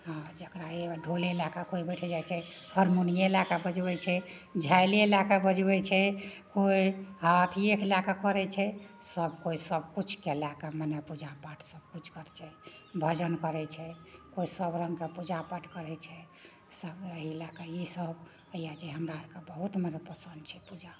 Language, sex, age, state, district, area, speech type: Maithili, female, 60+, Bihar, Madhepura, rural, spontaneous